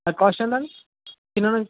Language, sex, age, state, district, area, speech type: Telugu, male, 18-30, Telangana, Sangareddy, urban, conversation